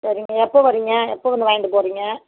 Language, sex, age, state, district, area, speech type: Tamil, female, 60+, Tamil Nadu, Kallakurichi, urban, conversation